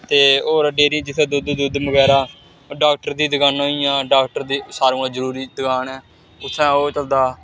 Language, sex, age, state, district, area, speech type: Dogri, male, 18-30, Jammu and Kashmir, Samba, rural, spontaneous